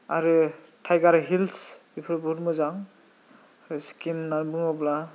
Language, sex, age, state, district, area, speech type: Bodo, male, 18-30, Assam, Kokrajhar, rural, spontaneous